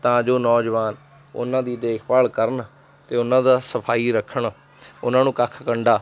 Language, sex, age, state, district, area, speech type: Punjabi, male, 30-45, Punjab, Mansa, rural, spontaneous